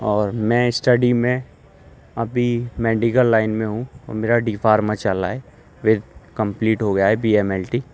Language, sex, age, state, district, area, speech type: Urdu, male, 18-30, Uttar Pradesh, Aligarh, urban, spontaneous